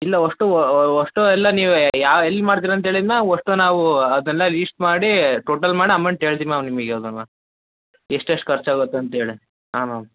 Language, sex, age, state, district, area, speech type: Kannada, male, 18-30, Karnataka, Davanagere, rural, conversation